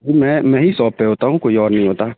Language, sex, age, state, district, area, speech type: Urdu, male, 30-45, Bihar, Khagaria, rural, conversation